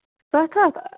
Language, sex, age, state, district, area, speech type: Kashmiri, female, 18-30, Jammu and Kashmir, Bandipora, rural, conversation